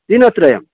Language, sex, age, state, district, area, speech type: Sanskrit, male, 60+, Odisha, Balasore, urban, conversation